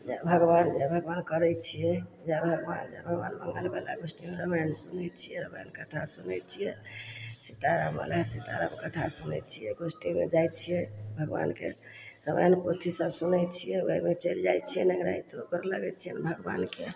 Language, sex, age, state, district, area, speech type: Maithili, female, 60+, Bihar, Samastipur, rural, spontaneous